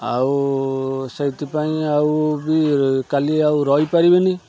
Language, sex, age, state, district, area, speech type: Odia, male, 45-60, Odisha, Kendrapara, urban, spontaneous